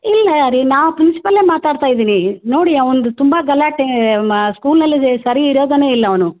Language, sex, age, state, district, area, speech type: Kannada, female, 60+, Karnataka, Gulbarga, urban, conversation